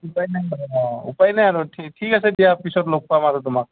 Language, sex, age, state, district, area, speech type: Assamese, male, 30-45, Assam, Morigaon, rural, conversation